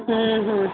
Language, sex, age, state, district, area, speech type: Odia, female, 18-30, Odisha, Nuapada, urban, conversation